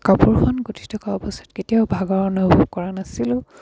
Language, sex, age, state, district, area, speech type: Assamese, female, 60+, Assam, Dibrugarh, rural, spontaneous